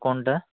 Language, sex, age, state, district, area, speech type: Odia, male, 60+, Odisha, Bhadrak, rural, conversation